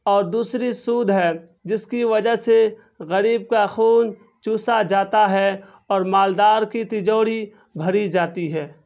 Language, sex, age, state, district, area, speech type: Urdu, male, 18-30, Bihar, Purnia, rural, spontaneous